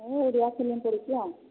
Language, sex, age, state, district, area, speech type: Odia, female, 45-60, Odisha, Angul, rural, conversation